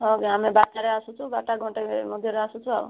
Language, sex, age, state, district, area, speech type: Odia, female, 60+, Odisha, Kandhamal, rural, conversation